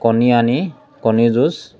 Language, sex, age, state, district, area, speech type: Assamese, male, 30-45, Assam, Sivasagar, rural, spontaneous